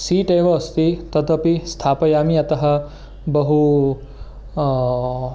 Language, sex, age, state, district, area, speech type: Sanskrit, male, 30-45, Karnataka, Uttara Kannada, rural, spontaneous